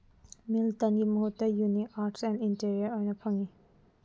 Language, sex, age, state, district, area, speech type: Manipuri, female, 18-30, Manipur, Senapati, rural, read